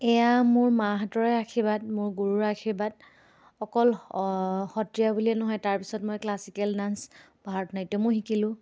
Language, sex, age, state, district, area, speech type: Assamese, female, 18-30, Assam, Dibrugarh, urban, spontaneous